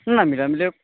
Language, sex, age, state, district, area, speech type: Assamese, male, 30-45, Assam, Darrang, rural, conversation